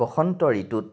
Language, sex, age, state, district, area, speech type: Assamese, male, 30-45, Assam, Jorhat, urban, spontaneous